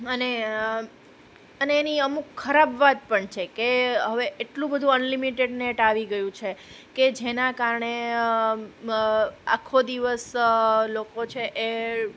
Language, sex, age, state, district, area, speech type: Gujarati, female, 30-45, Gujarat, Junagadh, urban, spontaneous